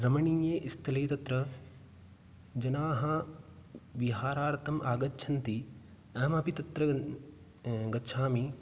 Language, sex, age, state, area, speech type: Sanskrit, male, 18-30, Rajasthan, rural, spontaneous